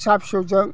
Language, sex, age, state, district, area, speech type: Bodo, male, 60+, Assam, Udalguri, rural, spontaneous